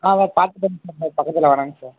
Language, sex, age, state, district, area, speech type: Tamil, male, 18-30, Tamil Nadu, Salem, rural, conversation